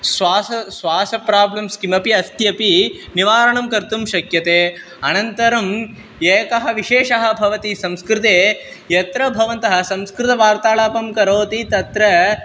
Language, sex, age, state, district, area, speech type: Sanskrit, male, 18-30, Tamil Nadu, Viluppuram, rural, spontaneous